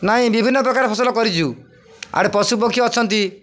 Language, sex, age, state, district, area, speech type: Odia, male, 45-60, Odisha, Jagatsinghpur, urban, spontaneous